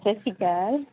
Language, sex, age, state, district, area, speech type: Punjabi, female, 30-45, Punjab, Mansa, urban, conversation